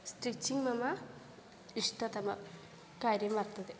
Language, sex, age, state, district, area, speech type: Sanskrit, female, 18-30, Kerala, Kannur, urban, spontaneous